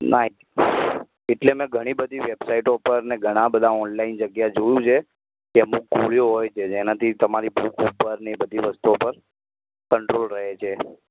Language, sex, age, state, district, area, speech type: Gujarati, male, 18-30, Gujarat, Ahmedabad, urban, conversation